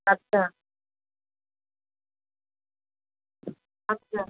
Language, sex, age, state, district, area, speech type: Bengali, female, 30-45, West Bengal, Howrah, urban, conversation